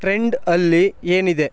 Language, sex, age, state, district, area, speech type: Kannada, male, 18-30, Karnataka, Chamarajanagar, rural, read